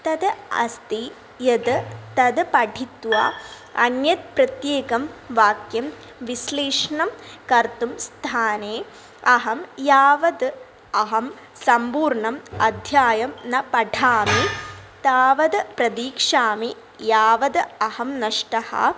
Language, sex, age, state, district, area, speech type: Sanskrit, female, 18-30, Kerala, Thrissur, rural, spontaneous